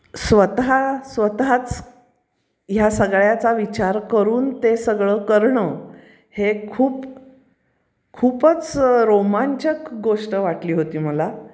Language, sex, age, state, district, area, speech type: Marathi, female, 45-60, Maharashtra, Pune, urban, spontaneous